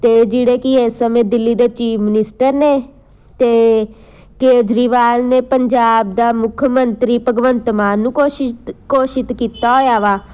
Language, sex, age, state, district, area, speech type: Punjabi, female, 30-45, Punjab, Amritsar, urban, spontaneous